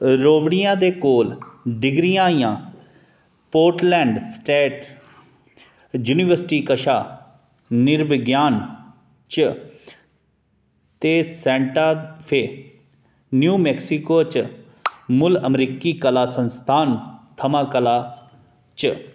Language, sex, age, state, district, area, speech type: Dogri, male, 30-45, Jammu and Kashmir, Reasi, urban, read